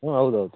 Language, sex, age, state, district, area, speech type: Kannada, male, 45-60, Karnataka, Raichur, rural, conversation